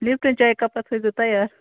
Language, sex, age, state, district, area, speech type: Kashmiri, female, 18-30, Jammu and Kashmir, Bandipora, rural, conversation